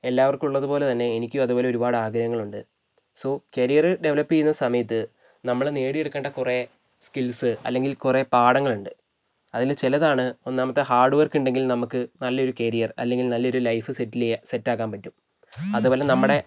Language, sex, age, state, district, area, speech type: Malayalam, male, 45-60, Kerala, Wayanad, rural, spontaneous